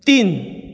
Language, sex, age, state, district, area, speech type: Goan Konkani, male, 30-45, Goa, Bardez, rural, read